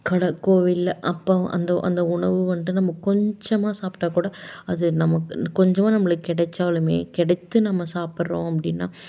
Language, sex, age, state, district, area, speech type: Tamil, female, 18-30, Tamil Nadu, Salem, urban, spontaneous